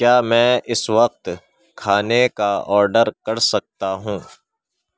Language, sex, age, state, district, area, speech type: Urdu, male, 30-45, Uttar Pradesh, Ghaziabad, rural, read